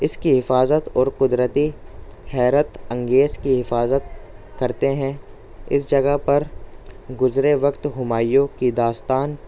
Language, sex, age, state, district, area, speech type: Urdu, male, 18-30, Delhi, East Delhi, rural, spontaneous